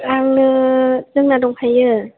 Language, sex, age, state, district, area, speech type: Bodo, female, 18-30, Assam, Chirang, urban, conversation